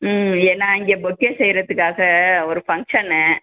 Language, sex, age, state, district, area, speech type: Tamil, female, 60+, Tamil Nadu, Perambalur, rural, conversation